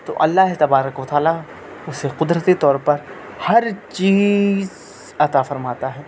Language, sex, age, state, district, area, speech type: Urdu, male, 18-30, Delhi, North West Delhi, urban, spontaneous